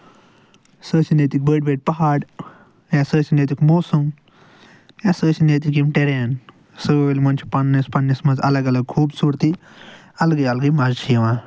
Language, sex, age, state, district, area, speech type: Kashmiri, male, 60+, Jammu and Kashmir, Ganderbal, urban, spontaneous